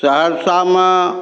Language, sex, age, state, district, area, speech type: Maithili, male, 45-60, Bihar, Saharsa, urban, spontaneous